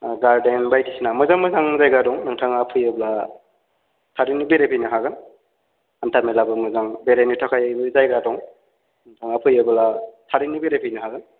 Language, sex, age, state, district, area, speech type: Bodo, male, 18-30, Assam, Chirang, rural, conversation